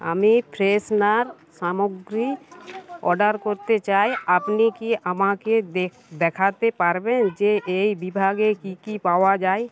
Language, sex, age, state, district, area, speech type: Bengali, female, 30-45, West Bengal, Uttar Dinajpur, urban, read